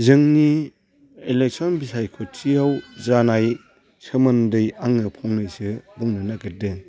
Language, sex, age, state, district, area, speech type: Bodo, male, 45-60, Assam, Chirang, rural, spontaneous